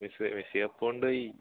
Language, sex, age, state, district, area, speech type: Malayalam, male, 18-30, Kerala, Thrissur, rural, conversation